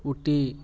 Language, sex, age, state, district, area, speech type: Maithili, male, 30-45, Bihar, Muzaffarpur, urban, spontaneous